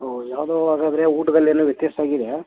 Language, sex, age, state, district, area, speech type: Kannada, male, 30-45, Karnataka, Mysore, rural, conversation